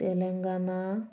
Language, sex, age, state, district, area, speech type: Odia, female, 45-60, Odisha, Mayurbhanj, rural, spontaneous